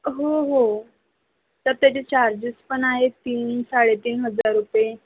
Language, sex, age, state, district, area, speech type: Marathi, female, 30-45, Maharashtra, Wardha, rural, conversation